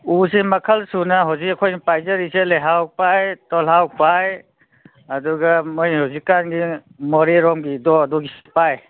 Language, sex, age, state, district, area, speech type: Manipuri, male, 45-60, Manipur, Kangpokpi, urban, conversation